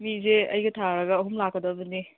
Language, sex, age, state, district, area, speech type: Manipuri, female, 30-45, Manipur, Imphal East, rural, conversation